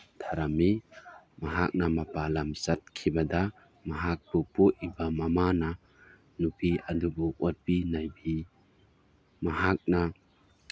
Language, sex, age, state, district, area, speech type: Manipuri, male, 30-45, Manipur, Tengnoupal, rural, spontaneous